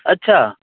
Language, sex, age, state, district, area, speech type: Sindhi, male, 45-60, Gujarat, Kutch, urban, conversation